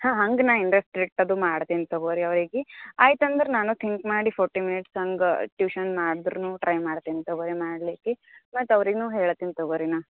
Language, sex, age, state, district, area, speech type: Kannada, female, 18-30, Karnataka, Gulbarga, urban, conversation